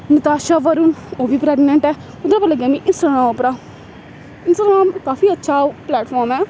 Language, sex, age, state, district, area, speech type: Dogri, female, 18-30, Jammu and Kashmir, Samba, rural, spontaneous